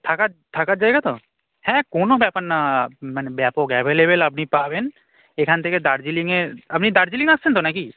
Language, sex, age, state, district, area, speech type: Bengali, male, 18-30, West Bengal, Darjeeling, rural, conversation